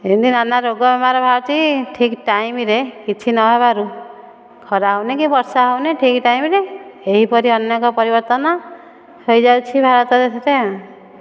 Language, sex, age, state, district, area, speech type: Odia, female, 30-45, Odisha, Dhenkanal, rural, spontaneous